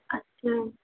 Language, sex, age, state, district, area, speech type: Urdu, female, 18-30, Bihar, Saharsa, rural, conversation